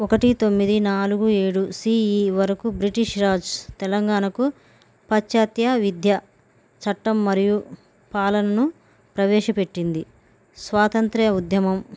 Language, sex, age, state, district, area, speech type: Telugu, female, 30-45, Telangana, Bhadradri Kothagudem, urban, spontaneous